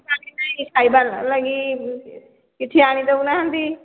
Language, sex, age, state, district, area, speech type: Odia, female, 45-60, Odisha, Sambalpur, rural, conversation